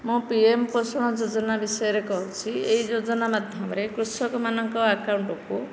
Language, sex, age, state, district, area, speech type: Odia, female, 45-60, Odisha, Nayagarh, rural, spontaneous